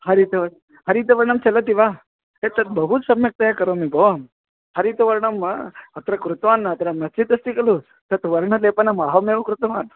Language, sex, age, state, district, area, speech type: Sanskrit, male, 30-45, Karnataka, Vijayapura, urban, conversation